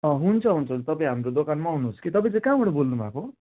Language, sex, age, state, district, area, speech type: Nepali, male, 18-30, West Bengal, Darjeeling, rural, conversation